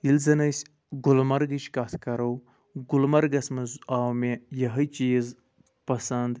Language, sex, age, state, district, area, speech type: Kashmiri, male, 30-45, Jammu and Kashmir, Anantnag, rural, spontaneous